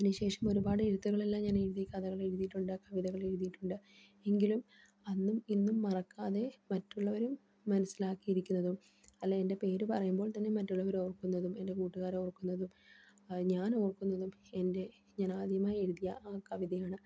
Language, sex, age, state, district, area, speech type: Malayalam, female, 18-30, Kerala, Palakkad, rural, spontaneous